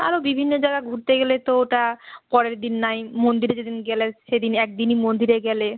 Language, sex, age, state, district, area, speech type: Bengali, female, 18-30, West Bengal, Malda, urban, conversation